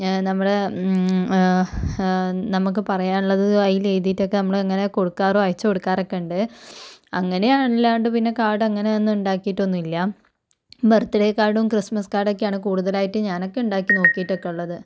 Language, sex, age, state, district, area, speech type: Malayalam, female, 45-60, Kerala, Kozhikode, urban, spontaneous